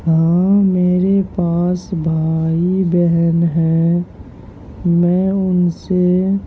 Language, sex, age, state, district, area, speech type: Urdu, male, 30-45, Uttar Pradesh, Gautam Buddha Nagar, urban, spontaneous